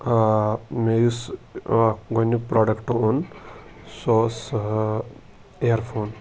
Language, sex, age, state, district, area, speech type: Kashmiri, male, 18-30, Jammu and Kashmir, Pulwama, rural, spontaneous